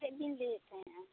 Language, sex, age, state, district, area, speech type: Santali, female, 18-30, West Bengal, Bankura, rural, conversation